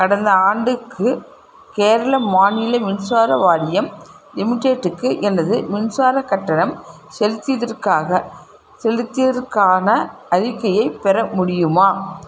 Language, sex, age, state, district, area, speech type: Tamil, female, 60+, Tamil Nadu, Krishnagiri, rural, read